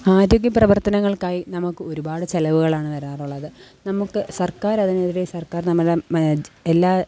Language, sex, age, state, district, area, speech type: Malayalam, female, 18-30, Kerala, Kollam, urban, spontaneous